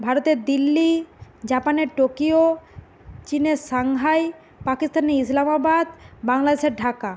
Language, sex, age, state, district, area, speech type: Bengali, female, 45-60, West Bengal, Bankura, urban, spontaneous